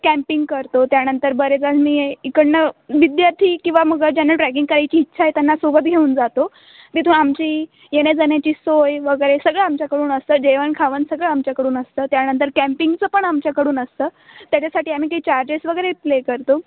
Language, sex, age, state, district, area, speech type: Marathi, female, 18-30, Maharashtra, Nashik, urban, conversation